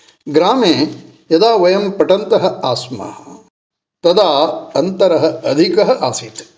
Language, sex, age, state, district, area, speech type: Sanskrit, male, 60+, Karnataka, Dakshina Kannada, urban, spontaneous